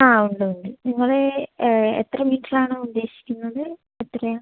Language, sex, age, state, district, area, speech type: Malayalam, female, 18-30, Kerala, Kannur, urban, conversation